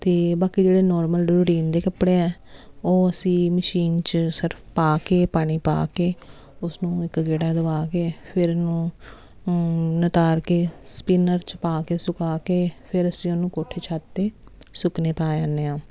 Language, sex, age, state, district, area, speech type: Punjabi, female, 30-45, Punjab, Jalandhar, urban, spontaneous